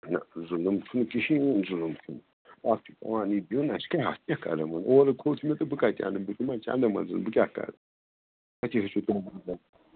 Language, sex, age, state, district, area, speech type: Kashmiri, male, 60+, Jammu and Kashmir, Srinagar, urban, conversation